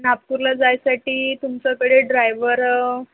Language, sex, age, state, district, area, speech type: Marathi, female, 30-45, Maharashtra, Wardha, rural, conversation